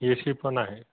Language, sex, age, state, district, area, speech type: Marathi, male, 30-45, Maharashtra, Osmanabad, rural, conversation